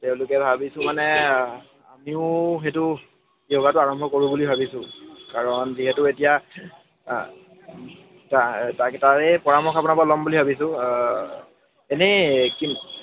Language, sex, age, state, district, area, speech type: Assamese, male, 18-30, Assam, Dibrugarh, urban, conversation